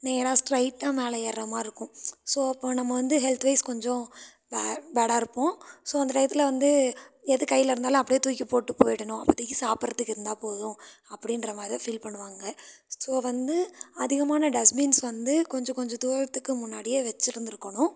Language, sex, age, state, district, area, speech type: Tamil, female, 18-30, Tamil Nadu, Nilgiris, urban, spontaneous